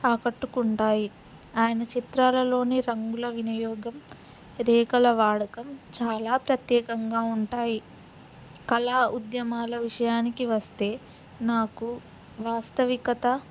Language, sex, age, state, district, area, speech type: Telugu, female, 18-30, Telangana, Ranga Reddy, urban, spontaneous